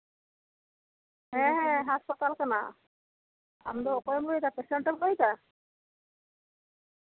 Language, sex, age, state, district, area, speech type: Santali, female, 30-45, West Bengal, Birbhum, rural, conversation